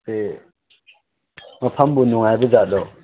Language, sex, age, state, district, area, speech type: Manipuri, male, 18-30, Manipur, Chandel, rural, conversation